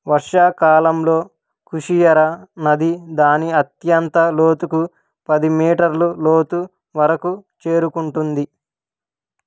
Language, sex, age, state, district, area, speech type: Telugu, male, 18-30, Andhra Pradesh, Krishna, urban, read